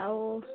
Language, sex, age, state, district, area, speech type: Odia, female, 60+, Odisha, Mayurbhanj, rural, conversation